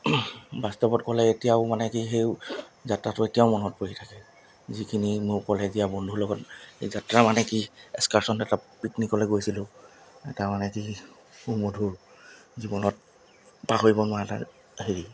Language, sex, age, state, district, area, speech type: Assamese, male, 30-45, Assam, Charaideo, urban, spontaneous